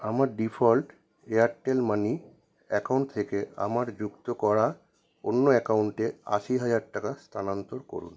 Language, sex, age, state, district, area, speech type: Bengali, male, 30-45, West Bengal, Kolkata, urban, read